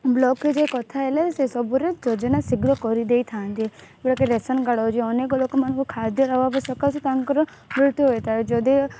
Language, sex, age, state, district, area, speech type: Odia, female, 18-30, Odisha, Rayagada, rural, spontaneous